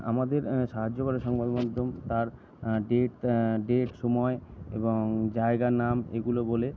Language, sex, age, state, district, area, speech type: Bengali, male, 60+, West Bengal, Purba Bardhaman, rural, spontaneous